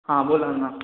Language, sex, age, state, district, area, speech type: Marathi, male, 18-30, Maharashtra, Ratnagiri, urban, conversation